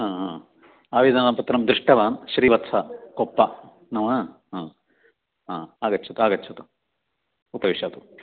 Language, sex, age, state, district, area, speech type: Sanskrit, male, 60+, Karnataka, Dakshina Kannada, rural, conversation